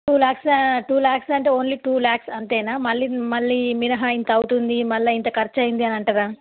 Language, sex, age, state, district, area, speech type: Telugu, female, 30-45, Telangana, Karimnagar, rural, conversation